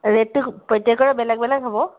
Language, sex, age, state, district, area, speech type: Assamese, female, 60+, Assam, Golaghat, urban, conversation